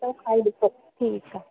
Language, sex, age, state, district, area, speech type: Sindhi, female, 18-30, Rajasthan, Ajmer, urban, conversation